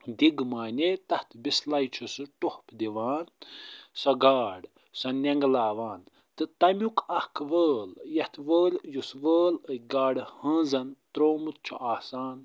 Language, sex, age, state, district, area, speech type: Kashmiri, male, 45-60, Jammu and Kashmir, Budgam, rural, spontaneous